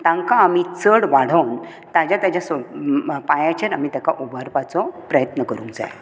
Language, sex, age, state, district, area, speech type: Goan Konkani, female, 60+, Goa, Bardez, urban, spontaneous